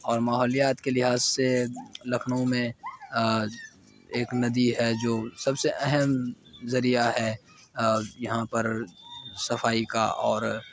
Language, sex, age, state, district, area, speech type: Urdu, male, 30-45, Uttar Pradesh, Lucknow, urban, spontaneous